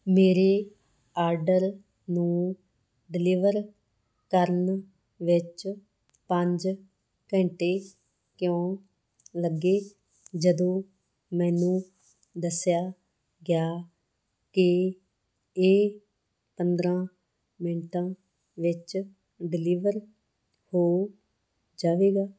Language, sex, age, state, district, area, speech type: Punjabi, female, 30-45, Punjab, Muktsar, urban, read